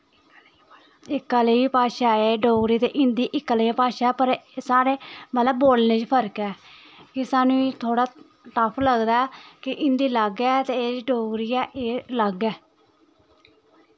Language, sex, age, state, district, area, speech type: Dogri, female, 30-45, Jammu and Kashmir, Samba, urban, spontaneous